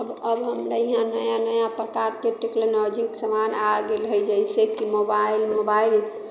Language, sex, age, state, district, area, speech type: Maithili, female, 45-60, Bihar, Sitamarhi, rural, spontaneous